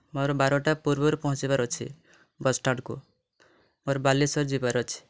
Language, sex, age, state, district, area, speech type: Odia, male, 18-30, Odisha, Mayurbhanj, rural, spontaneous